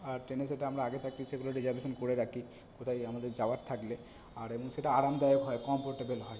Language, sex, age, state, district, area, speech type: Bengali, male, 30-45, West Bengal, Purba Bardhaman, rural, spontaneous